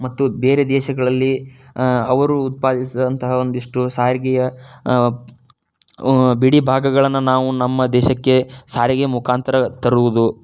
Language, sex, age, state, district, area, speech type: Kannada, male, 30-45, Karnataka, Tumkur, rural, spontaneous